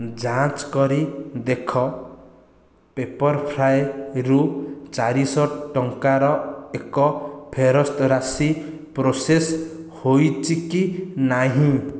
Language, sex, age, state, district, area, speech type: Odia, male, 30-45, Odisha, Khordha, rural, read